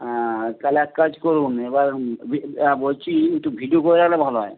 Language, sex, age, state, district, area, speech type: Bengali, male, 30-45, West Bengal, Howrah, urban, conversation